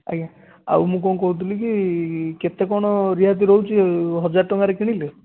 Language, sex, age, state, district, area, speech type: Odia, male, 18-30, Odisha, Dhenkanal, rural, conversation